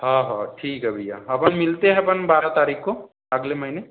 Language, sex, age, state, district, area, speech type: Hindi, male, 18-30, Madhya Pradesh, Balaghat, rural, conversation